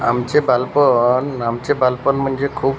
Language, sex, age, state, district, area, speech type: Marathi, male, 30-45, Maharashtra, Washim, rural, spontaneous